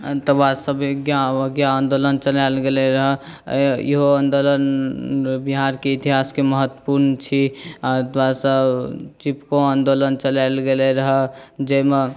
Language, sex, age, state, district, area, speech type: Maithili, male, 18-30, Bihar, Saharsa, rural, spontaneous